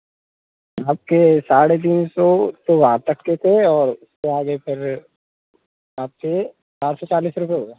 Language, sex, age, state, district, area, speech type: Hindi, male, 18-30, Rajasthan, Bharatpur, urban, conversation